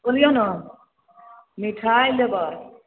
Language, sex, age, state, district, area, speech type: Maithili, female, 30-45, Bihar, Samastipur, rural, conversation